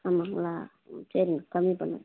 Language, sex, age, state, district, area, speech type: Tamil, female, 30-45, Tamil Nadu, Ranipet, urban, conversation